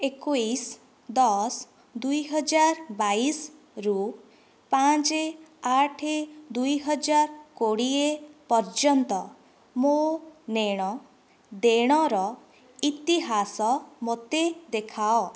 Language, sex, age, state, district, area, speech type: Odia, female, 18-30, Odisha, Nayagarh, rural, read